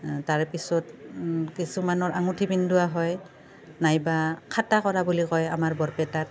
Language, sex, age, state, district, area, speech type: Assamese, female, 45-60, Assam, Barpeta, rural, spontaneous